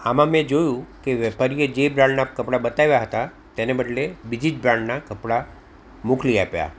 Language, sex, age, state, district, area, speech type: Gujarati, male, 60+, Gujarat, Anand, urban, spontaneous